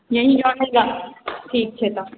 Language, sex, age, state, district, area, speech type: Maithili, female, 18-30, Bihar, Supaul, rural, conversation